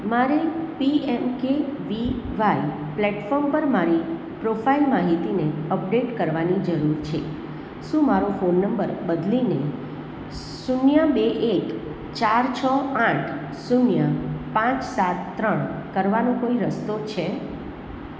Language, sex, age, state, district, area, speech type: Gujarati, female, 45-60, Gujarat, Surat, urban, read